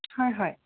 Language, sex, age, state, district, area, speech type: Assamese, female, 45-60, Assam, Dibrugarh, rural, conversation